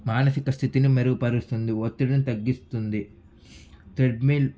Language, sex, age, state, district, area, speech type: Telugu, male, 18-30, Andhra Pradesh, Sri Balaji, urban, spontaneous